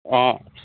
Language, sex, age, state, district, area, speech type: Assamese, male, 30-45, Assam, Dhemaji, rural, conversation